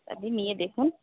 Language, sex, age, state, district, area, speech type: Bengali, female, 45-60, West Bengal, Paschim Medinipur, rural, conversation